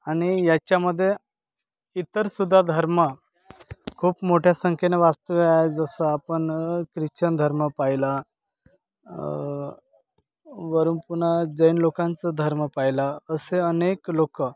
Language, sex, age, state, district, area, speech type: Marathi, male, 30-45, Maharashtra, Gadchiroli, rural, spontaneous